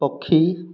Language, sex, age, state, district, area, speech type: Odia, male, 18-30, Odisha, Jagatsinghpur, rural, read